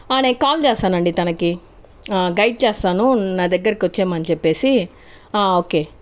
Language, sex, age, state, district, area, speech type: Telugu, female, 45-60, Andhra Pradesh, Chittoor, rural, spontaneous